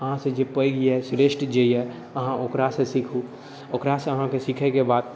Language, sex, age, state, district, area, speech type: Maithili, male, 60+, Bihar, Purnia, urban, spontaneous